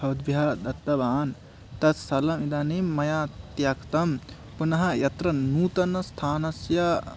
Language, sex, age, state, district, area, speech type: Sanskrit, male, 18-30, West Bengal, Paschim Medinipur, urban, spontaneous